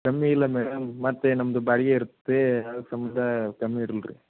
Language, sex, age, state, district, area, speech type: Kannada, male, 30-45, Karnataka, Gadag, rural, conversation